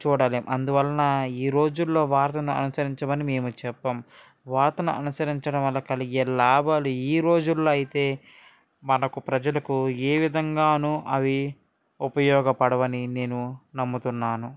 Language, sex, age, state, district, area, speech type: Telugu, male, 18-30, Andhra Pradesh, Srikakulam, urban, spontaneous